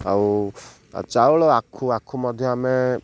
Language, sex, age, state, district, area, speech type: Odia, male, 18-30, Odisha, Ganjam, urban, spontaneous